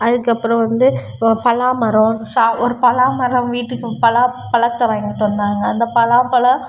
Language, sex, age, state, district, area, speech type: Tamil, female, 30-45, Tamil Nadu, Thoothukudi, urban, spontaneous